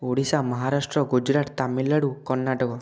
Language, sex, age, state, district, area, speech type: Odia, male, 18-30, Odisha, Kendujhar, urban, spontaneous